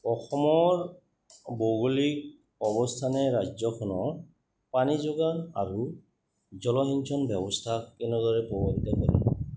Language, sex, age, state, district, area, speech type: Assamese, male, 30-45, Assam, Goalpara, urban, spontaneous